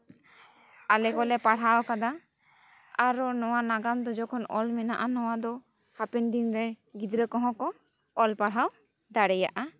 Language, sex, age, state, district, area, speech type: Santali, female, 18-30, West Bengal, Jhargram, rural, spontaneous